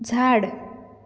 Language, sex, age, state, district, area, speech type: Goan Konkani, female, 18-30, Goa, Canacona, rural, read